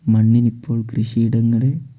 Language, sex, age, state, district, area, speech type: Malayalam, male, 18-30, Kerala, Wayanad, rural, spontaneous